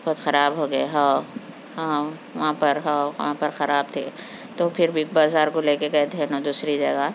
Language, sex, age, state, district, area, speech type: Urdu, female, 60+, Telangana, Hyderabad, urban, spontaneous